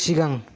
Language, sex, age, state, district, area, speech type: Bodo, male, 30-45, Assam, Kokrajhar, rural, read